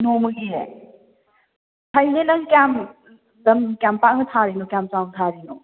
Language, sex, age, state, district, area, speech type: Manipuri, female, 30-45, Manipur, Kakching, rural, conversation